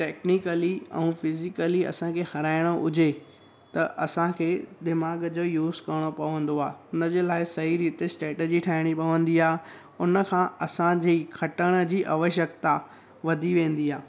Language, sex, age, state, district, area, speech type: Sindhi, male, 18-30, Gujarat, Surat, urban, spontaneous